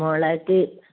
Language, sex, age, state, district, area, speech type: Malayalam, female, 60+, Kerala, Kozhikode, rural, conversation